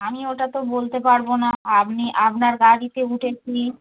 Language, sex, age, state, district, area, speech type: Bengali, female, 30-45, West Bengal, Darjeeling, rural, conversation